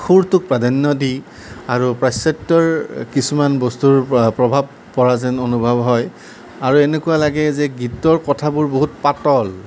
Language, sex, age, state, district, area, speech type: Assamese, male, 30-45, Assam, Nalbari, rural, spontaneous